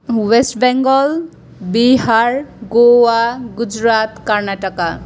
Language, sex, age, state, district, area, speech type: Nepali, female, 18-30, West Bengal, Kalimpong, rural, spontaneous